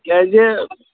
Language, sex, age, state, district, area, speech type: Kashmiri, male, 30-45, Jammu and Kashmir, Budgam, rural, conversation